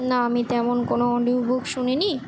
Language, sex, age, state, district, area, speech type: Bengali, female, 18-30, West Bengal, Kolkata, urban, spontaneous